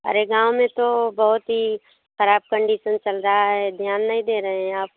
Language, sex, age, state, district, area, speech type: Hindi, female, 30-45, Uttar Pradesh, Bhadohi, rural, conversation